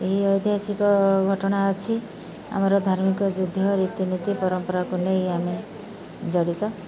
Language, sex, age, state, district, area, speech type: Odia, female, 60+, Odisha, Kendrapara, urban, spontaneous